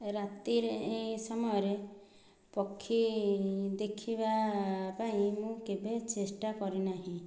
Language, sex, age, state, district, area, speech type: Odia, female, 30-45, Odisha, Dhenkanal, rural, spontaneous